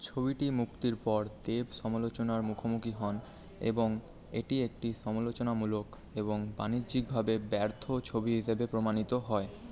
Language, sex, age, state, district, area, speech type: Bengali, male, 30-45, West Bengal, Paschim Bardhaman, urban, read